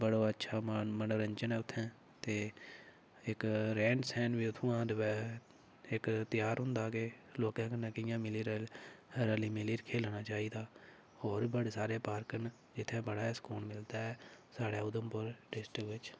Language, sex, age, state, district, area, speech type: Dogri, male, 30-45, Jammu and Kashmir, Udhampur, rural, spontaneous